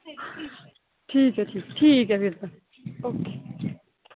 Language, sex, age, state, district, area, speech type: Dogri, female, 18-30, Jammu and Kashmir, Samba, urban, conversation